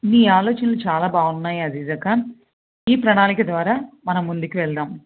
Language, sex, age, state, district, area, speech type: Telugu, female, 30-45, Andhra Pradesh, Krishna, urban, conversation